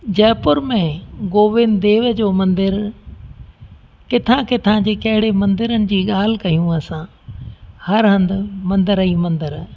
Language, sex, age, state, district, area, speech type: Sindhi, female, 60+, Rajasthan, Ajmer, urban, spontaneous